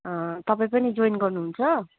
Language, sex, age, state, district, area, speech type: Nepali, female, 45-60, West Bengal, Kalimpong, rural, conversation